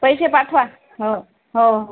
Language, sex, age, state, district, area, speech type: Marathi, female, 30-45, Maharashtra, Nanded, rural, conversation